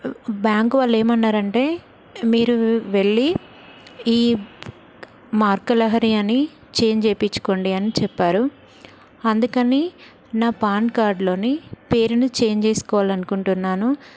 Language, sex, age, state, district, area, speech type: Telugu, female, 30-45, Telangana, Karimnagar, rural, spontaneous